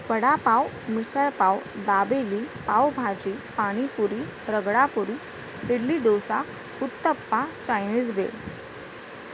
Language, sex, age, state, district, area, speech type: Marathi, female, 45-60, Maharashtra, Thane, rural, spontaneous